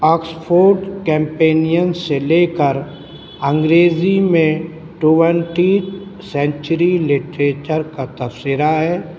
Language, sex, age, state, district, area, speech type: Urdu, male, 60+, Delhi, Central Delhi, urban, read